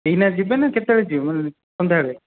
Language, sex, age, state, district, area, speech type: Odia, male, 18-30, Odisha, Khordha, rural, conversation